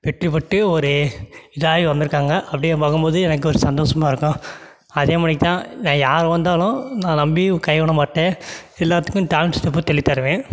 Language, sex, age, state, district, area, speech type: Tamil, male, 18-30, Tamil Nadu, Sivaganga, rural, spontaneous